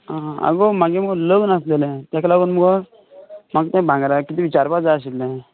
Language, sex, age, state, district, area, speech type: Goan Konkani, male, 18-30, Goa, Canacona, rural, conversation